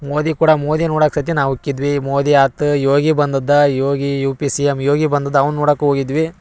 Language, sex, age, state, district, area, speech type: Kannada, male, 18-30, Karnataka, Dharwad, urban, spontaneous